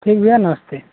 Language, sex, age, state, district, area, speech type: Hindi, male, 18-30, Uttar Pradesh, Azamgarh, rural, conversation